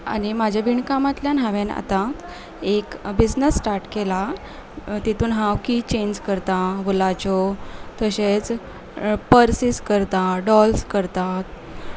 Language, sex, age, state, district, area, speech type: Goan Konkani, female, 18-30, Goa, Salcete, urban, spontaneous